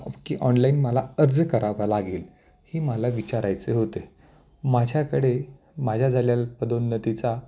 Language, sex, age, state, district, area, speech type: Marathi, male, 30-45, Maharashtra, Nashik, urban, spontaneous